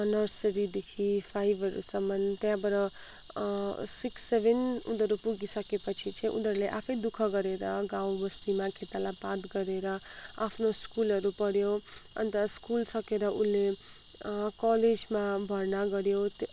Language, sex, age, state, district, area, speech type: Nepali, female, 45-60, West Bengal, Kalimpong, rural, spontaneous